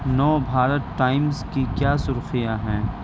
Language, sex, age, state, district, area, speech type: Urdu, male, 18-30, Bihar, Purnia, rural, read